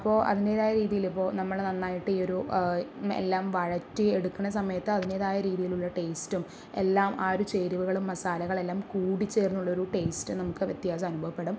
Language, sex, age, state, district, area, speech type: Malayalam, female, 30-45, Kerala, Palakkad, rural, spontaneous